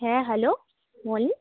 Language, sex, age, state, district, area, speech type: Bengali, female, 18-30, West Bengal, Jalpaiguri, rural, conversation